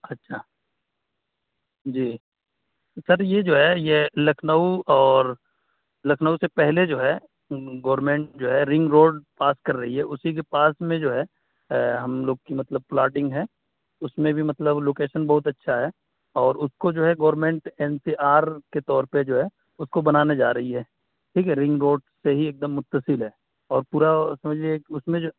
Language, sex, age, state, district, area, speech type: Urdu, male, 18-30, Uttar Pradesh, Saharanpur, urban, conversation